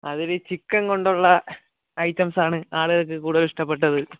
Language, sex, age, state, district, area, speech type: Malayalam, male, 18-30, Kerala, Kollam, rural, conversation